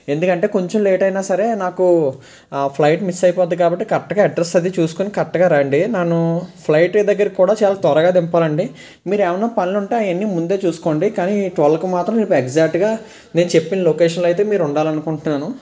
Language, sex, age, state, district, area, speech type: Telugu, male, 18-30, Andhra Pradesh, Palnadu, urban, spontaneous